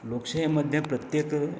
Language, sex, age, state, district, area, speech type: Goan Konkani, male, 60+, Goa, Canacona, rural, spontaneous